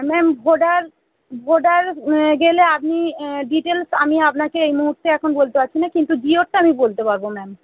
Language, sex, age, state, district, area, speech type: Bengali, female, 30-45, West Bengal, North 24 Parganas, urban, conversation